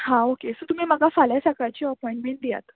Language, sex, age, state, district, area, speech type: Goan Konkani, female, 18-30, Goa, Murmgao, urban, conversation